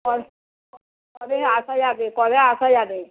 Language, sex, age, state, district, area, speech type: Bengali, female, 60+, West Bengal, Darjeeling, rural, conversation